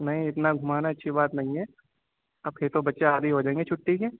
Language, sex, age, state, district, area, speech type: Urdu, male, 18-30, Uttar Pradesh, Rampur, urban, conversation